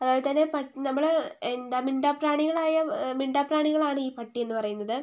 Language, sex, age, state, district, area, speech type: Malayalam, female, 18-30, Kerala, Wayanad, rural, spontaneous